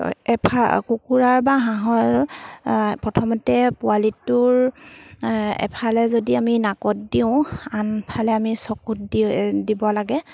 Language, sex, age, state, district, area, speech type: Assamese, female, 30-45, Assam, Sivasagar, rural, spontaneous